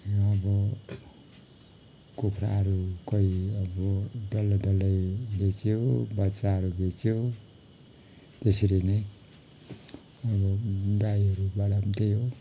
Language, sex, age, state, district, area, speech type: Nepali, male, 45-60, West Bengal, Kalimpong, rural, spontaneous